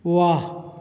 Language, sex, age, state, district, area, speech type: Hindi, male, 45-60, Uttar Pradesh, Azamgarh, rural, read